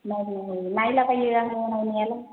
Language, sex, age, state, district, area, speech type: Bodo, female, 30-45, Assam, Chirang, urban, conversation